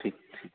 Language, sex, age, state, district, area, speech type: Marathi, male, 30-45, Maharashtra, Jalna, rural, conversation